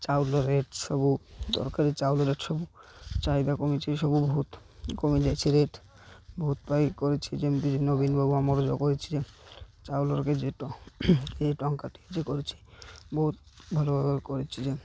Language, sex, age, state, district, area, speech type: Odia, male, 18-30, Odisha, Malkangiri, urban, spontaneous